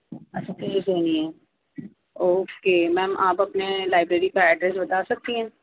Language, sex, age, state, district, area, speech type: Urdu, female, 45-60, Delhi, North East Delhi, urban, conversation